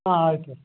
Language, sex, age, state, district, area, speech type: Kannada, male, 45-60, Karnataka, Belgaum, rural, conversation